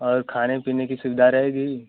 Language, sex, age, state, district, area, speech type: Hindi, male, 30-45, Uttar Pradesh, Mau, rural, conversation